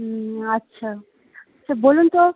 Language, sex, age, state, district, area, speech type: Bengali, female, 18-30, West Bengal, Howrah, urban, conversation